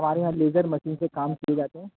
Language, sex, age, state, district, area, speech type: Urdu, male, 45-60, Uttar Pradesh, Aligarh, rural, conversation